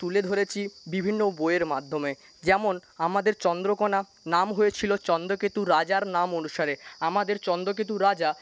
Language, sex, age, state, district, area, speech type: Bengali, male, 18-30, West Bengal, Paschim Medinipur, rural, spontaneous